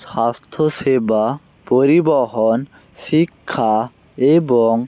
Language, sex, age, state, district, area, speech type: Bengali, male, 18-30, West Bengal, North 24 Parganas, rural, spontaneous